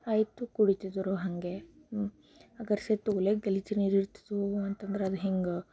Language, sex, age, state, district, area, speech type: Kannada, female, 18-30, Karnataka, Bidar, rural, spontaneous